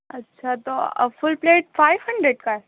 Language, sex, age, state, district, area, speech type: Urdu, female, 30-45, Uttar Pradesh, Lucknow, rural, conversation